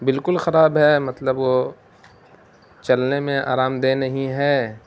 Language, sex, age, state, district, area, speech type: Urdu, male, 18-30, Bihar, Gaya, urban, spontaneous